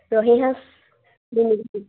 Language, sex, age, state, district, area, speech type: Assamese, female, 18-30, Assam, Dibrugarh, rural, conversation